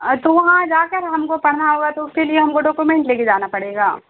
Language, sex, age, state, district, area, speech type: Urdu, female, 18-30, Bihar, Saharsa, rural, conversation